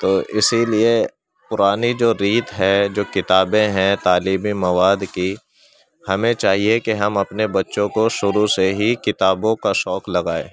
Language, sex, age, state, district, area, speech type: Urdu, male, 30-45, Uttar Pradesh, Ghaziabad, rural, spontaneous